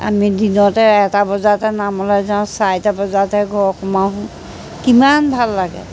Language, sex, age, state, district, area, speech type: Assamese, female, 60+, Assam, Majuli, urban, spontaneous